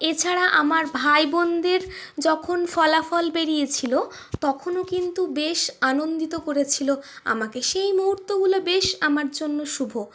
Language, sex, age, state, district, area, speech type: Bengali, female, 18-30, West Bengal, Purulia, urban, spontaneous